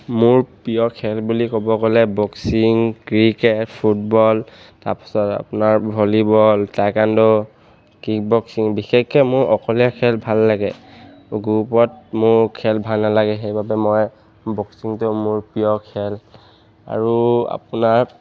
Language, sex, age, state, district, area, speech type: Assamese, male, 18-30, Assam, Charaideo, urban, spontaneous